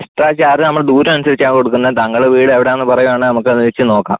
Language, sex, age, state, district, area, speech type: Malayalam, male, 18-30, Kerala, Kottayam, rural, conversation